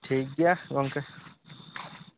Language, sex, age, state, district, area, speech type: Santali, male, 18-30, West Bengal, Purba Bardhaman, rural, conversation